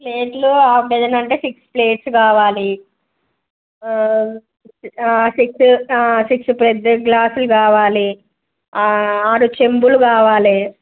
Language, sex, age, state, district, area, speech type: Telugu, female, 30-45, Telangana, Jangaon, rural, conversation